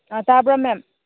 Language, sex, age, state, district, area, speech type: Manipuri, female, 18-30, Manipur, Senapati, rural, conversation